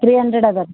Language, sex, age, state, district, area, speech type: Kannada, female, 18-30, Karnataka, Gulbarga, urban, conversation